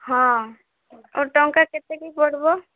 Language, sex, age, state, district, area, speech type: Odia, female, 30-45, Odisha, Malkangiri, urban, conversation